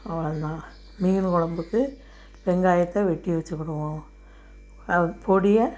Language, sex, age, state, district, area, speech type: Tamil, female, 60+, Tamil Nadu, Thoothukudi, rural, spontaneous